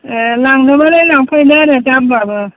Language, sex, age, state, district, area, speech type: Bodo, female, 60+, Assam, Chirang, rural, conversation